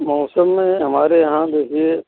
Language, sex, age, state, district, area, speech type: Hindi, male, 60+, Uttar Pradesh, Jaunpur, rural, conversation